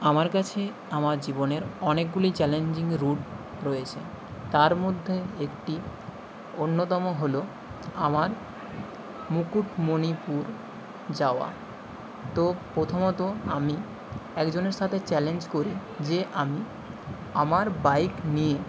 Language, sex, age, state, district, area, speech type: Bengali, male, 18-30, West Bengal, Nadia, rural, spontaneous